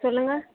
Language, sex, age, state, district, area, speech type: Tamil, female, 18-30, Tamil Nadu, Tirupattur, urban, conversation